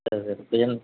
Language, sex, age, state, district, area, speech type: Tamil, male, 45-60, Tamil Nadu, Dharmapuri, urban, conversation